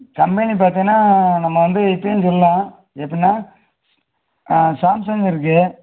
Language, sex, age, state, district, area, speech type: Tamil, male, 30-45, Tamil Nadu, Madurai, rural, conversation